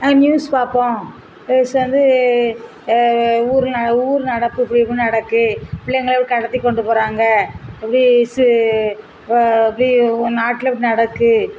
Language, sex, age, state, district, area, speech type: Tamil, female, 45-60, Tamil Nadu, Thoothukudi, rural, spontaneous